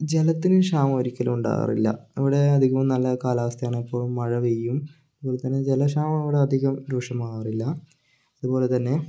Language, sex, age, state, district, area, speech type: Malayalam, male, 18-30, Kerala, Kannur, urban, spontaneous